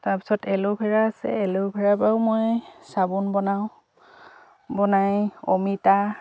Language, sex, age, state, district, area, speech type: Assamese, female, 30-45, Assam, Dhemaji, urban, spontaneous